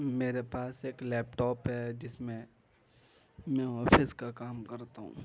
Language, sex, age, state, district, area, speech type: Urdu, male, 18-30, Uttar Pradesh, Gautam Buddha Nagar, urban, spontaneous